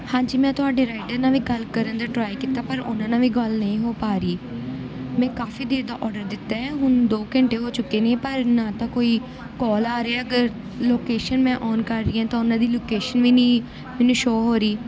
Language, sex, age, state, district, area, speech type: Punjabi, female, 18-30, Punjab, Gurdaspur, rural, spontaneous